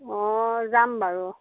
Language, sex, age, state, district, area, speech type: Assamese, female, 60+, Assam, Majuli, urban, conversation